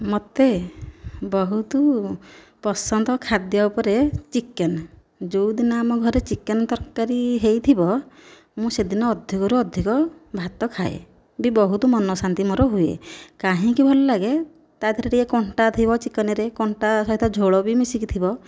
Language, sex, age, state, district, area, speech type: Odia, female, 45-60, Odisha, Nayagarh, rural, spontaneous